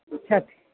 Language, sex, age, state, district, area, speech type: Maithili, female, 45-60, Bihar, Begusarai, rural, conversation